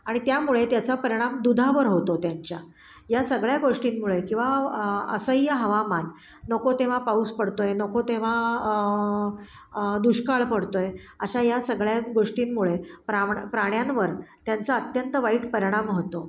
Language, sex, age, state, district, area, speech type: Marathi, female, 45-60, Maharashtra, Pune, urban, spontaneous